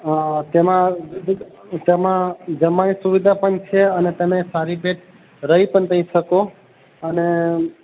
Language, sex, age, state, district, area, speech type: Gujarati, male, 30-45, Gujarat, Narmada, rural, conversation